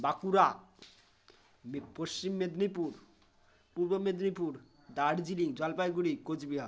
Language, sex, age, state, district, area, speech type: Bengali, male, 18-30, West Bengal, Bankura, urban, spontaneous